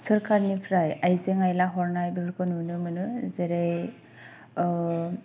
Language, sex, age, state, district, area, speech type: Bodo, female, 18-30, Assam, Kokrajhar, rural, spontaneous